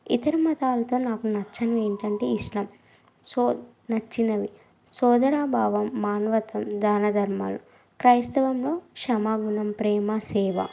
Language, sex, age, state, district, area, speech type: Telugu, female, 30-45, Andhra Pradesh, Krishna, urban, spontaneous